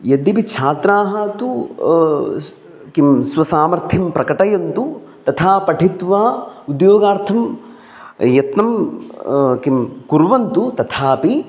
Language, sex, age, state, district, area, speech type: Sanskrit, male, 30-45, Kerala, Palakkad, urban, spontaneous